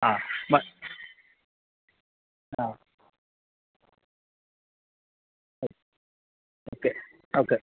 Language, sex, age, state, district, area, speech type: Malayalam, male, 45-60, Kerala, Alappuzha, rural, conversation